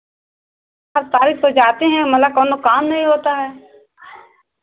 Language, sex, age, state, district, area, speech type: Hindi, female, 60+, Uttar Pradesh, Ayodhya, rural, conversation